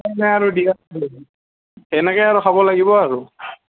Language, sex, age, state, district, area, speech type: Assamese, male, 30-45, Assam, Morigaon, rural, conversation